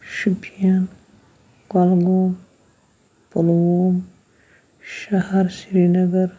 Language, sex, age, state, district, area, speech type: Kashmiri, male, 18-30, Jammu and Kashmir, Shopian, rural, spontaneous